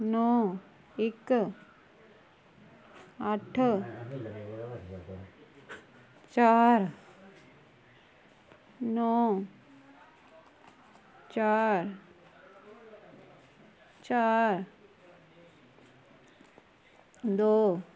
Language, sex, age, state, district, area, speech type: Dogri, female, 30-45, Jammu and Kashmir, Kathua, rural, read